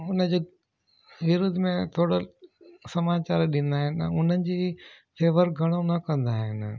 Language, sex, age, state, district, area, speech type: Sindhi, male, 45-60, Gujarat, Junagadh, urban, spontaneous